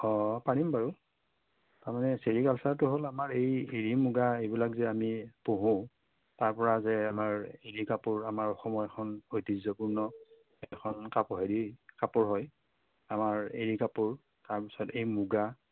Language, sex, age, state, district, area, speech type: Assamese, female, 60+, Assam, Morigaon, urban, conversation